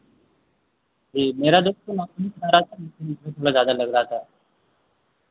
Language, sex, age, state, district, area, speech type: Hindi, male, 30-45, Uttar Pradesh, Lucknow, rural, conversation